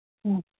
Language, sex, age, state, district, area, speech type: Marathi, female, 30-45, Maharashtra, Osmanabad, rural, conversation